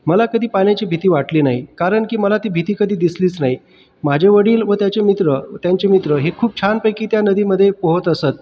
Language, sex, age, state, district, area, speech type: Marathi, male, 30-45, Maharashtra, Buldhana, urban, spontaneous